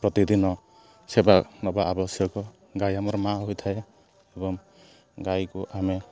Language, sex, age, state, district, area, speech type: Odia, male, 18-30, Odisha, Ganjam, urban, spontaneous